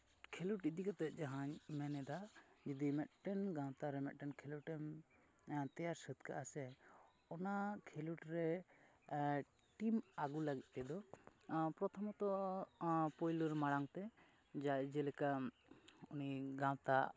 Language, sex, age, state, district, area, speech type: Santali, male, 18-30, West Bengal, Jhargram, rural, spontaneous